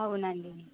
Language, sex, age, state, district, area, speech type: Telugu, female, 18-30, Telangana, Suryapet, urban, conversation